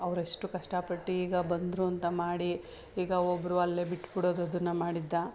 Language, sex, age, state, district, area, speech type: Kannada, female, 30-45, Karnataka, Mandya, urban, spontaneous